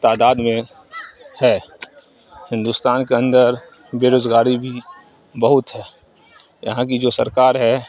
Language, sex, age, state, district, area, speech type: Urdu, male, 30-45, Bihar, Saharsa, rural, spontaneous